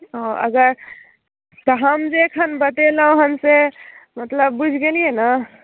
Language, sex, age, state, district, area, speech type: Maithili, female, 18-30, Bihar, Madhubani, rural, conversation